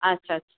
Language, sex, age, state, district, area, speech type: Bengali, female, 18-30, West Bengal, Jhargram, rural, conversation